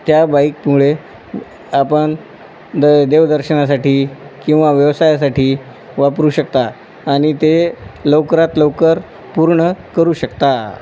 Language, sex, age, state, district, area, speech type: Marathi, male, 45-60, Maharashtra, Nanded, rural, spontaneous